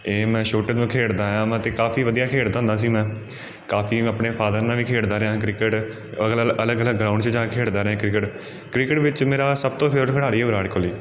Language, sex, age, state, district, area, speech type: Punjabi, male, 30-45, Punjab, Amritsar, urban, spontaneous